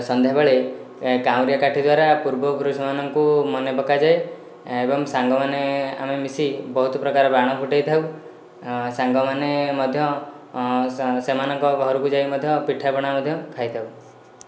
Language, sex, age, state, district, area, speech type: Odia, male, 18-30, Odisha, Dhenkanal, rural, spontaneous